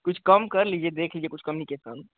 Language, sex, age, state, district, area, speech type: Hindi, male, 18-30, Uttar Pradesh, Chandauli, rural, conversation